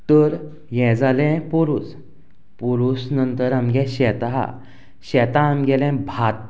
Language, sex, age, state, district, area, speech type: Goan Konkani, male, 30-45, Goa, Canacona, rural, spontaneous